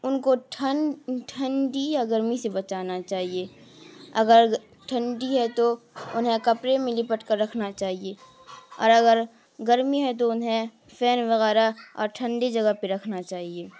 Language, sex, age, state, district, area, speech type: Urdu, female, 18-30, Bihar, Madhubani, rural, spontaneous